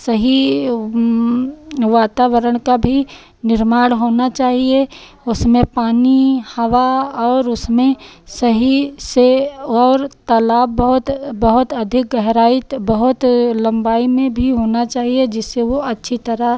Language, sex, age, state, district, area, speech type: Hindi, female, 45-60, Uttar Pradesh, Lucknow, rural, spontaneous